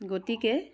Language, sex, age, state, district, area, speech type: Assamese, female, 60+, Assam, Charaideo, urban, spontaneous